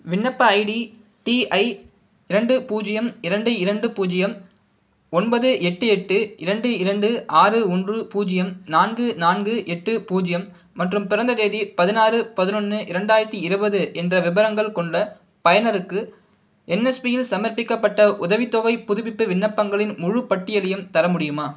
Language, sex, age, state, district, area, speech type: Tamil, male, 30-45, Tamil Nadu, Cuddalore, urban, read